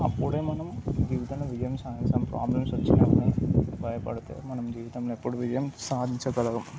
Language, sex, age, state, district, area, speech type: Telugu, male, 30-45, Telangana, Vikarabad, urban, spontaneous